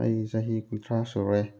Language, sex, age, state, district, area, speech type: Manipuri, male, 30-45, Manipur, Thoubal, rural, spontaneous